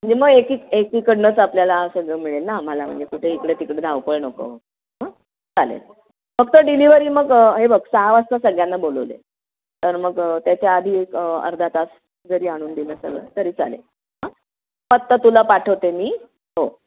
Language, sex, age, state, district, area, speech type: Marathi, female, 60+, Maharashtra, Nashik, urban, conversation